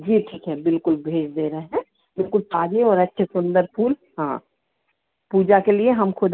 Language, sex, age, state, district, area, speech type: Hindi, female, 60+, Madhya Pradesh, Hoshangabad, urban, conversation